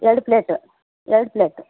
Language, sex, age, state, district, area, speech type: Kannada, female, 30-45, Karnataka, Vijayanagara, rural, conversation